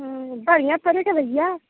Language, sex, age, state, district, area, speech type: Hindi, female, 18-30, Uttar Pradesh, Ghazipur, rural, conversation